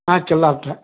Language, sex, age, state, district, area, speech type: Kannada, male, 45-60, Karnataka, Belgaum, rural, conversation